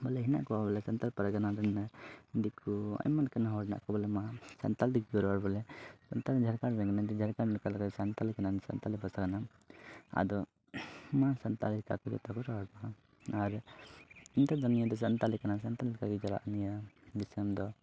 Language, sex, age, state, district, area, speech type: Santali, male, 18-30, Jharkhand, Pakur, rural, spontaneous